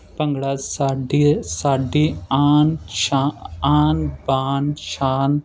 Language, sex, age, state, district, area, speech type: Punjabi, male, 30-45, Punjab, Ludhiana, urban, spontaneous